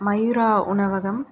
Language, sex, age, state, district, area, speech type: Tamil, male, 18-30, Tamil Nadu, Dharmapuri, rural, spontaneous